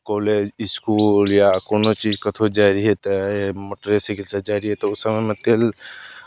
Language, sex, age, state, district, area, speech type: Maithili, male, 18-30, Bihar, Madhepura, rural, spontaneous